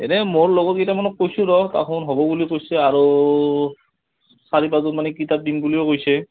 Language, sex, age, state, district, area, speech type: Assamese, male, 30-45, Assam, Goalpara, rural, conversation